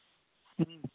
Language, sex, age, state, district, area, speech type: Kashmiri, male, 18-30, Jammu and Kashmir, Anantnag, rural, conversation